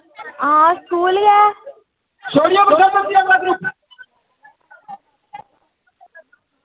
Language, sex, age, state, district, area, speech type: Dogri, female, 30-45, Jammu and Kashmir, Udhampur, rural, conversation